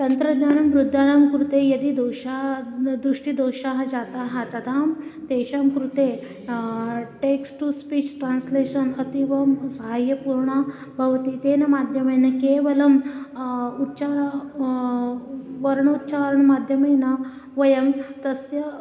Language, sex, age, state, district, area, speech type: Sanskrit, female, 30-45, Maharashtra, Nagpur, urban, spontaneous